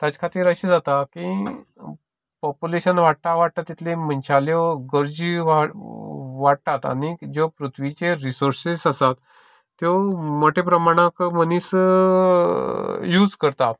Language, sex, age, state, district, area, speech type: Goan Konkani, male, 45-60, Goa, Canacona, rural, spontaneous